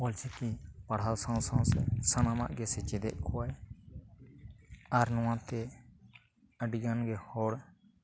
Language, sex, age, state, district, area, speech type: Santali, male, 30-45, Jharkhand, East Singhbhum, rural, spontaneous